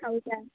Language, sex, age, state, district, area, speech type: Kannada, female, 18-30, Karnataka, Chamarajanagar, rural, conversation